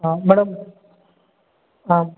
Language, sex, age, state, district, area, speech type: Kannada, male, 45-60, Karnataka, Kolar, rural, conversation